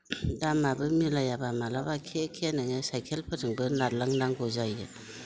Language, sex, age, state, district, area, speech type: Bodo, female, 60+, Assam, Udalguri, rural, spontaneous